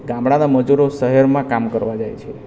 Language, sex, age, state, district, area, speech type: Gujarati, male, 18-30, Gujarat, Valsad, rural, spontaneous